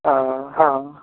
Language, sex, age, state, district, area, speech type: Maithili, male, 18-30, Bihar, Madhepura, rural, conversation